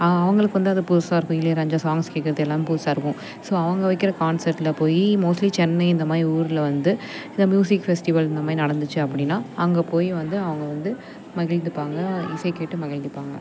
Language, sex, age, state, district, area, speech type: Tamil, female, 18-30, Tamil Nadu, Perambalur, urban, spontaneous